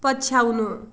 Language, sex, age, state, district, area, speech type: Nepali, female, 45-60, West Bengal, Kalimpong, rural, read